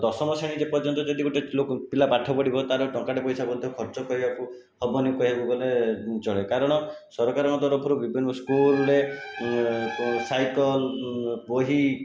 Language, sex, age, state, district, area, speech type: Odia, male, 45-60, Odisha, Jajpur, rural, spontaneous